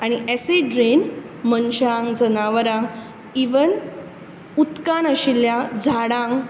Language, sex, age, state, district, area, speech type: Goan Konkani, female, 30-45, Goa, Bardez, urban, spontaneous